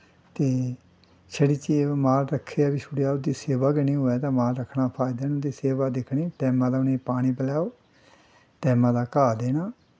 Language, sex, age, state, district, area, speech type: Dogri, male, 60+, Jammu and Kashmir, Udhampur, rural, spontaneous